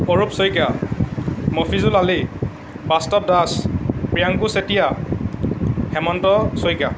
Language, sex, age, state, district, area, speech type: Assamese, male, 18-30, Assam, Lakhimpur, rural, spontaneous